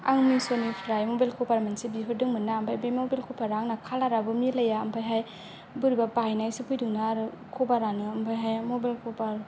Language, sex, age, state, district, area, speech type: Bodo, female, 18-30, Assam, Kokrajhar, rural, spontaneous